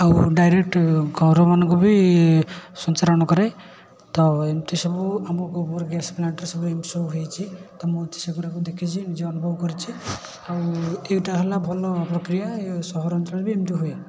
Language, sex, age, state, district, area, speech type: Odia, male, 18-30, Odisha, Puri, urban, spontaneous